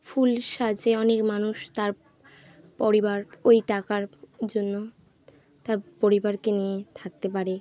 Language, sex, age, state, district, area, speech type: Bengali, female, 30-45, West Bengal, Bankura, urban, spontaneous